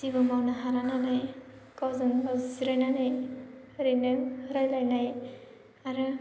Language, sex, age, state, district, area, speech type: Bodo, female, 18-30, Assam, Baksa, rural, spontaneous